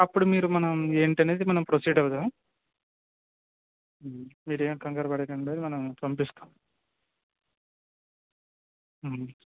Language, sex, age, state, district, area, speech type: Telugu, male, 18-30, Andhra Pradesh, Anakapalli, rural, conversation